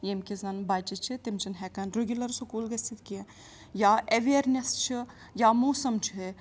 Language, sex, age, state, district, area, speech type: Kashmiri, female, 30-45, Jammu and Kashmir, Srinagar, rural, spontaneous